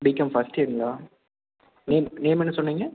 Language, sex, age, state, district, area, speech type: Tamil, male, 18-30, Tamil Nadu, Erode, rural, conversation